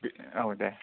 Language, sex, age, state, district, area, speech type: Bodo, male, 30-45, Assam, Kokrajhar, rural, conversation